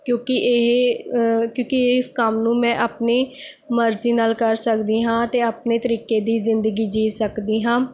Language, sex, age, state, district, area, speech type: Punjabi, female, 18-30, Punjab, Mohali, rural, spontaneous